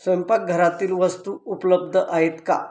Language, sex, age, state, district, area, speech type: Marathi, male, 45-60, Maharashtra, Buldhana, urban, read